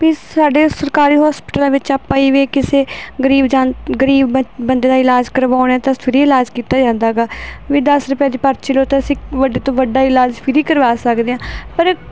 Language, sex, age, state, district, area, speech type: Punjabi, female, 18-30, Punjab, Barnala, urban, spontaneous